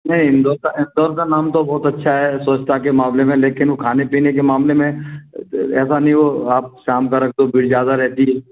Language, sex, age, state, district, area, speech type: Hindi, male, 45-60, Madhya Pradesh, Gwalior, rural, conversation